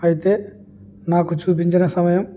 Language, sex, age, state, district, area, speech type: Telugu, male, 18-30, Andhra Pradesh, Kurnool, urban, spontaneous